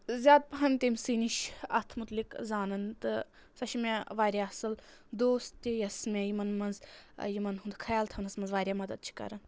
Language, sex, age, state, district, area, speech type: Kashmiri, female, 18-30, Jammu and Kashmir, Anantnag, rural, spontaneous